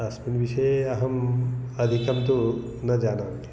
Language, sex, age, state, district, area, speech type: Sanskrit, male, 45-60, Telangana, Mahbubnagar, rural, spontaneous